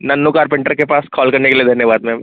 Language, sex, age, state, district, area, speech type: Hindi, male, 45-60, Uttar Pradesh, Lucknow, rural, conversation